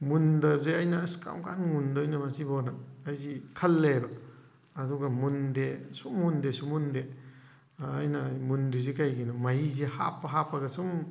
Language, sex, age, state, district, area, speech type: Manipuri, male, 30-45, Manipur, Thoubal, rural, spontaneous